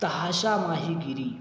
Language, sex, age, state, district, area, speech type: Urdu, male, 18-30, Uttar Pradesh, Balrampur, rural, spontaneous